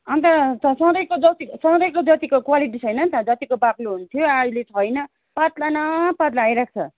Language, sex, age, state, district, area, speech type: Nepali, female, 45-60, West Bengal, Darjeeling, rural, conversation